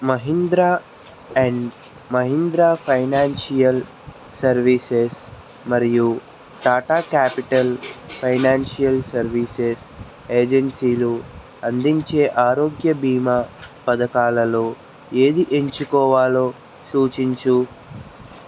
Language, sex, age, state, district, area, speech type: Telugu, male, 30-45, Andhra Pradesh, N T Rama Rao, urban, read